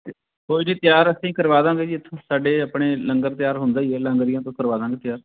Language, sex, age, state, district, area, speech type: Punjabi, male, 45-60, Punjab, Fatehgarh Sahib, urban, conversation